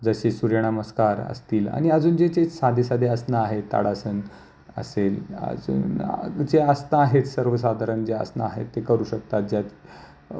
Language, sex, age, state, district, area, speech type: Marathi, male, 30-45, Maharashtra, Nashik, urban, spontaneous